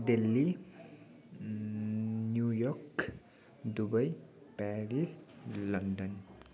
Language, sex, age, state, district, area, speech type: Nepali, male, 18-30, West Bengal, Kalimpong, rural, spontaneous